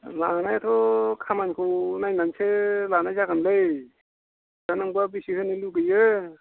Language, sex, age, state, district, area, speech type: Bodo, male, 45-60, Assam, Udalguri, rural, conversation